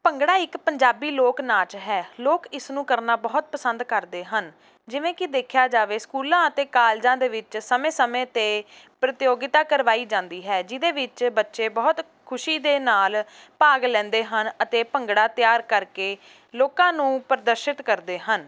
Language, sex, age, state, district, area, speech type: Punjabi, female, 18-30, Punjab, Ludhiana, urban, spontaneous